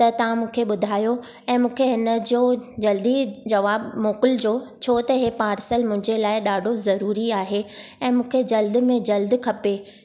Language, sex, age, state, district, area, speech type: Sindhi, female, 30-45, Maharashtra, Thane, urban, spontaneous